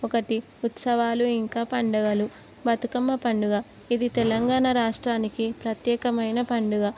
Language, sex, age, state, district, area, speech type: Telugu, female, 18-30, Telangana, Ranga Reddy, urban, spontaneous